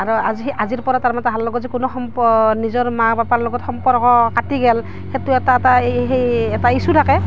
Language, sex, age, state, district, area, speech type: Assamese, female, 30-45, Assam, Barpeta, rural, spontaneous